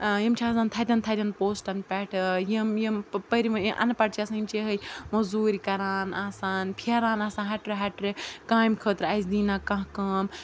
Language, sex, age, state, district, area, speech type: Kashmiri, female, 30-45, Jammu and Kashmir, Ganderbal, rural, spontaneous